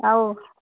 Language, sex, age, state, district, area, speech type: Manipuri, female, 30-45, Manipur, Kangpokpi, urban, conversation